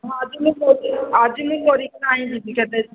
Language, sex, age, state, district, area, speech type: Odia, female, 45-60, Odisha, Sambalpur, rural, conversation